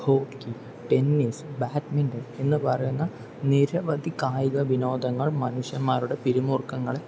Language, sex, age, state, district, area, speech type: Malayalam, male, 18-30, Kerala, Palakkad, rural, spontaneous